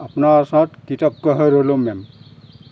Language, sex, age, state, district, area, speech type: Assamese, male, 60+, Assam, Golaghat, rural, read